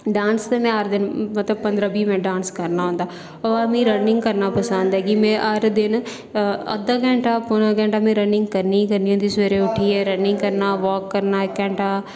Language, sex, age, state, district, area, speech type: Dogri, female, 18-30, Jammu and Kashmir, Reasi, rural, spontaneous